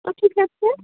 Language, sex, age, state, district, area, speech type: Bengali, female, 18-30, West Bengal, Cooch Behar, urban, conversation